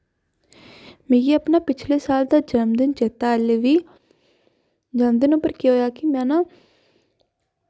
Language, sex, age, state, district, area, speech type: Dogri, female, 18-30, Jammu and Kashmir, Samba, urban, spontaneous